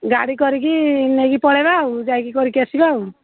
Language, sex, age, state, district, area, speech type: Odia, female, 60+, Odisha, Jharsuguda, rural, conversation